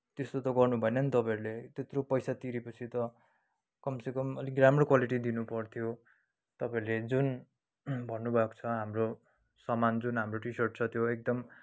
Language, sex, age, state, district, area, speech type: Nepali, male, 30-45, West Bengal, Kalimpong, rural, spontaneous